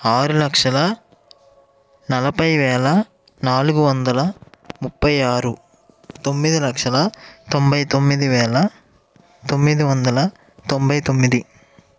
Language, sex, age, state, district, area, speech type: Telugu, male, 18-30, Andhra Pradesh, Eluru, rural, spontaneous